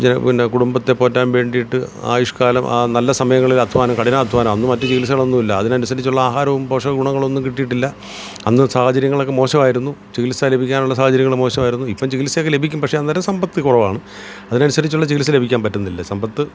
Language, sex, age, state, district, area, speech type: Malayalam, male, 45-60, Kerala, Kollam, rural, spontaneous